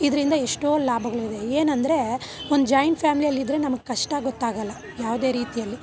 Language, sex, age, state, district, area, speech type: Kannada, female, 30-45, Karnataka, Bangalore Urban, urban, spontaneous